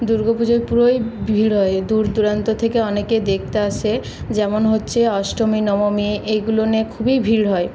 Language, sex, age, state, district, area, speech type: Bengali, female, 18-30, West Bengal, Paschim Bardhaman, urban, spontaneous